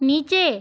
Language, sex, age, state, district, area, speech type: Hindi, female, 30-45, Madhya Pradesh, Balaghat, rural, read